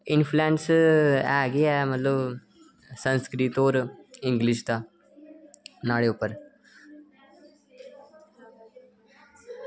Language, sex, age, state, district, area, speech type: Dogri, male, 18-30, Jammu and Kashmir, Reasi, rural, spontaneous